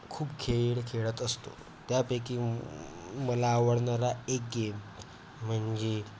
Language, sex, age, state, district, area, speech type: Marathi, male, 18-30, Maharashtra, Amravati, rural, spontaneous